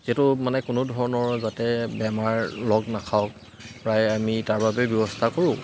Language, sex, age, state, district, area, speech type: Assamese, male, 30-45, Assam, Charaideo, urban, spontaneous